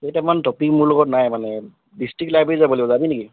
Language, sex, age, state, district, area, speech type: Assamese, male, 18-30, Assam, Tinsukia, urban, conversation